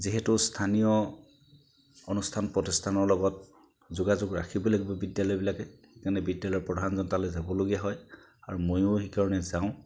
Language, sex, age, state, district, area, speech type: Assamese, male, 45-60, Assam, Charaideo, urban, spontaneous